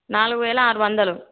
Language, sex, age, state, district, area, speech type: Telugu, female, 18-30, Telangana, Peddapalli, rural, conversation